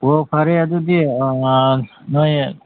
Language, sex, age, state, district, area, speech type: Manipuri, male, 45-60, Manipur, Imphal East, rural, conversation